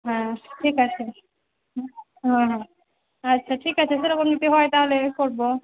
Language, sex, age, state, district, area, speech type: Bengali, female, 30-45, West Bengal, Murshidabad, rural, conversation